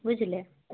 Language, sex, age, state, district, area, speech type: Odia, female, 18-30, Odisha, Mayurbhanj, rural, conversation